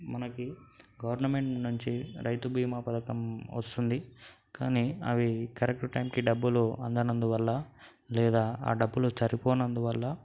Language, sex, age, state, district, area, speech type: Telugu, male, 18-30, Telangana, Nalgonda, urban, spontaneous